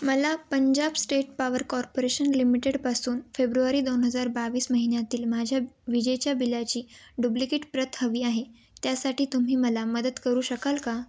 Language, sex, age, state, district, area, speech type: Marathi, female, 18-30, Maharashtra, Ahmednagar, urban, read